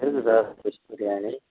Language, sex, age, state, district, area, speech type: Tamil, male, 30-45, Tamil Nadu, Nagapattinam, rural, conversation